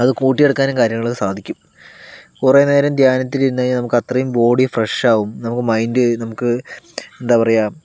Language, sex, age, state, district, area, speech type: Malayalam, male, 60+, Kerala, Palakkad, rural, spontaneous